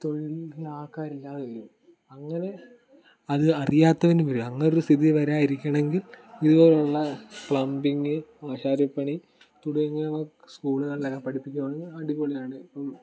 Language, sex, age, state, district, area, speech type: Malayalam, male, 18-30, Kerala, Kottayam, rural, spontaneous